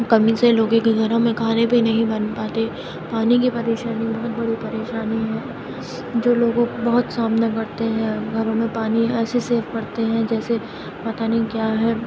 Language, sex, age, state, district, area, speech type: Urdu, female, 30-45, Uttar Pradesh, Aligarh, rural, spontaneous